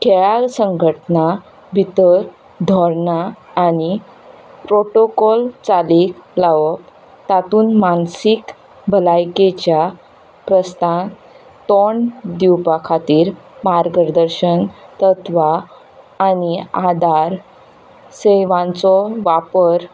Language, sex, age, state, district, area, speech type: Goan Konkani, female, 18-30, Goa, Ponda, rural, spontaneous